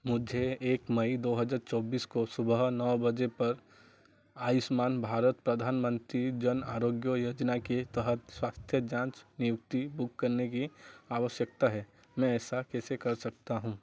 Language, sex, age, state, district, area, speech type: Hindi, male, 45-60, Madhya Pradesh, Chhindwara, rural, read